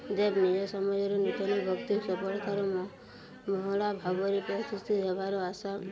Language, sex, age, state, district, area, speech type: Odia, female, 18-30, Odisha, Subarnapur, urban, spontaneous